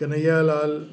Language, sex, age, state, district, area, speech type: Sindhi, male, 60+, Uttar Pradesh, Lucknow, urban, spontaneous